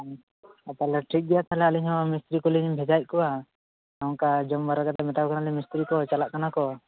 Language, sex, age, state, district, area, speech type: Santali, male, 18-30, West Bengal, Bankura, rural, conversation